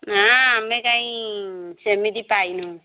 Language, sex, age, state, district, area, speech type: Odia, female, 45-60, Odisha, Angul, rural, conversation